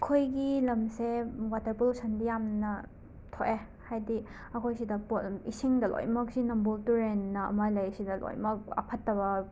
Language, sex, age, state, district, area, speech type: Manipuri, female, 18-30, Manipur, Imphal West, rural, spontaneous